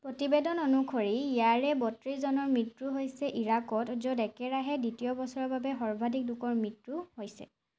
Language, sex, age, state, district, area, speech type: Assamese, female, 18-30, Assam, Charaideo, urban, read